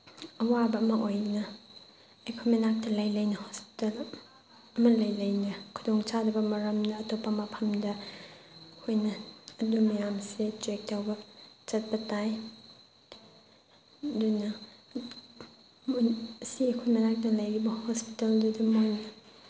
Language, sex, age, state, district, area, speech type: Manipuri, female, 30-45, Manipur, Chandel, rural, spontaneous